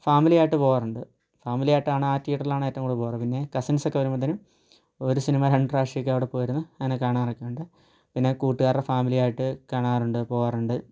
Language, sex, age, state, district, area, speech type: Malayalam, male, 18-30, Kerala, Kottayam, rural, spontaneous